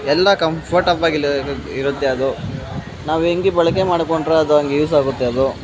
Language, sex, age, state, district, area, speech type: Kannada, male, 18-30, Karnataka, Kolar, rural, spontaneous